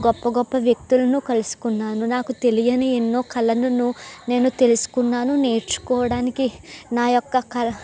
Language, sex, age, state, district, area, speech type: Telugu, female, 45-60, Andhra Pradesh, East Godavari, rural, spontaneous